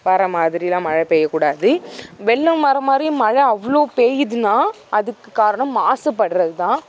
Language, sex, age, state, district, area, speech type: Tamil, female, 18-30, Tamil Nadu, Thanjavur, rural, spontaneous